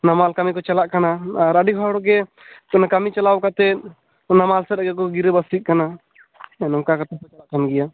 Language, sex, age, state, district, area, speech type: Santali, male, 18-30, West Bengal, Jhargram, rural, conversation